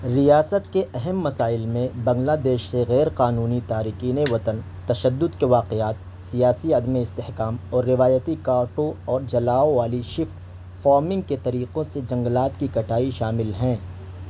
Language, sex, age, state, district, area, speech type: Urdu, male, 18-30, Delhi, East Delhi, urban, read